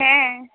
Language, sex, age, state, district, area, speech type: Bengali, female, 30-45, West Bengal, Uttar Dinajpur, urban, conversation